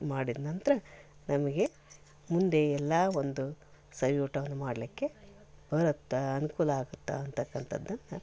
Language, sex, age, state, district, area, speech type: Kannada, female, 60+, Karnataka, Koppal, rural, spontaneous